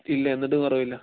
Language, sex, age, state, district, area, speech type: Malayalam, male, 18-30, Kerala, Wayanad, rural, conversation